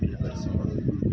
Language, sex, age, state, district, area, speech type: Gujarati, male, 18-30, Gujarat, Narmada, urban, spontaneous